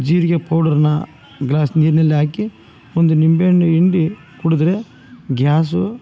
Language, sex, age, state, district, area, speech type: Kannada, male, 45-60, Karnataka, Bellary, rural, spontaneous